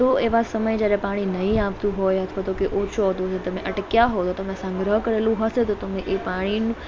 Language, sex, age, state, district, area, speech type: Gujarati, female, 30-45, Gujarat, Morbi, rural, spontaneous